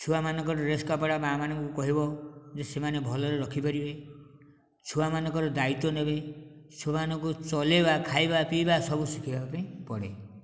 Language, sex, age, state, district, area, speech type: Odia, male, 60+, Odisha, Nayagarh, rural, spontaneous